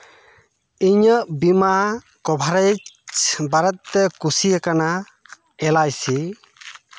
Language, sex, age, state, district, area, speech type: Santali, male, 30-45, West Bengal, Bankura, rural, spontaneous